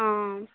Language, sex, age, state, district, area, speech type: Telugu, female, 18-30, Andhra Pradesh, Kadapa, rural, conversation